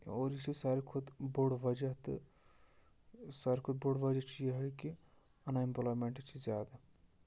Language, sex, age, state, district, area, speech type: Kashmiri, male, 18-30, Jammu and Kashmir, Shopian, urban, spontaneous